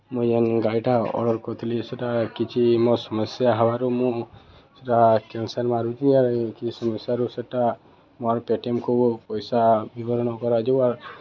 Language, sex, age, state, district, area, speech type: Odia, male, 18-30, Odisha, Subarnapur, urban, spontaneous